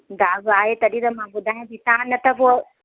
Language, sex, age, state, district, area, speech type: Sindhi, female, 30-45, Madhya Pradesh, Katni, urban, conversation